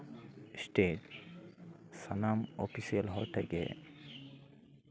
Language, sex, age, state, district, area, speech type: Santali, male, 30-45, West Bengal, Paschim Bardhaman, rural, spontaneous